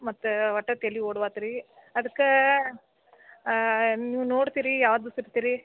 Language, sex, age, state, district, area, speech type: Kannada, female, 60+, Karnataka, Belgaum, rural, conversation